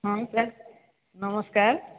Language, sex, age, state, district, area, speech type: Odia, female, 30-45, Odisha, Sambalpur, rural, conversation